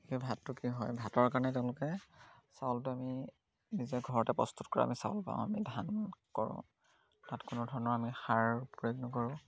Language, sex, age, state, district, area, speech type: Assamese, male, 18-30, Assam, Dhemaji, urban, spontaneous